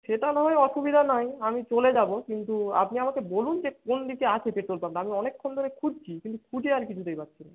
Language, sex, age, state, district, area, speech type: Bengali, male, 18-30, West Bengal, Bankura, urban, conversation